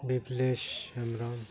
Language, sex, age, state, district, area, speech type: Santali, male, 60+, West Bengal, Dakshin Dinajpur, rural, spontaneous